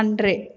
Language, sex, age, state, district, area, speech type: Tamil, female, 45-60, Tamil Nadu, Cuddalore, rural, read